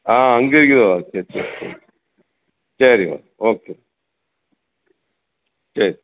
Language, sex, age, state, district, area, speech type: Tamil, male, 60+, Tamil Nadu, Thoothukudi, rural, conversation